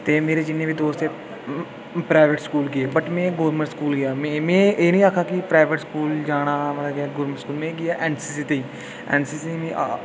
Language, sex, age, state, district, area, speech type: Dogri, male, 18-30, Jammu and Kashmir, Udhampur, urban, spontaneous